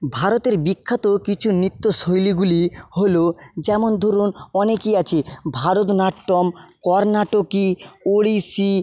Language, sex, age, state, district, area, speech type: Bengali, male, 18-30, West Bengal, Jhargram, rural, spontaneous